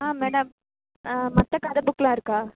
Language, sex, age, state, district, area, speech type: Tamil, female, 18-30, Tamil Nadu, Mayiladuthurai, rural, conversation